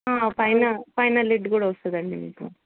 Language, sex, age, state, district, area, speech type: Telugu, female, 18-30, Telangana, Hyderabad, urban, conversation